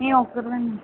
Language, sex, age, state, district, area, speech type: Telugu, female, 18-30, Andhra Pradesh, Visakhapatnam, rural, conversation